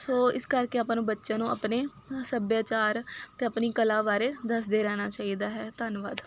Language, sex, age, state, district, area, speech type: Punjabi, female, 18-30, Punjab, Faridkot, urban, spontaneous